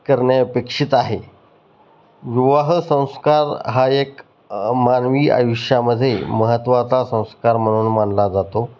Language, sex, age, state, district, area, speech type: Marathi, male, 30-45, Maharashtra, Osmanabad, rural, spontaneous